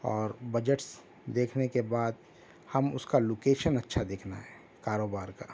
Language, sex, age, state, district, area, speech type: Urdu, female, 45-60, Telangana, Hyderabad, urban, spontaneous